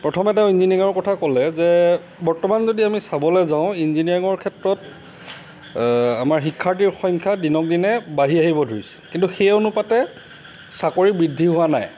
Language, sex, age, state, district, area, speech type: Assamese, male, 45-60, Assam, Lakhimpur, rural, spontaneous